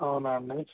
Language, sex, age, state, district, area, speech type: Telugu, male, 18-30, Telangana, Jagtial, urban, conversation